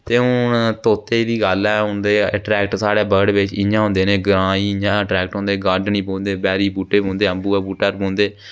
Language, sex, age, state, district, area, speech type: Dogri, male, 18-30, Jammu and Kashmir, Jammu, rural, spontaneous